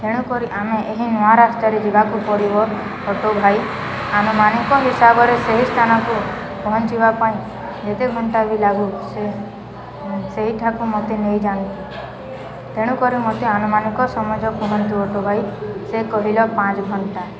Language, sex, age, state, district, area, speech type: Odia, female, 18-30, Odisha, Balangir, urban, spontaneous